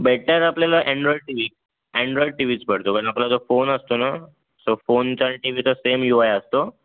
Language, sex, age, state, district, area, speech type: Marathi, male, 18-30, Maharashtra, Raigad, urban, conversation